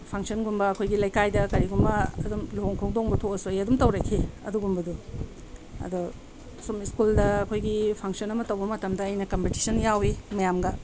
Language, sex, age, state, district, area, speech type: Manipuri, female, 45-60, Manipur, Tengnoupal, urban, spontaneous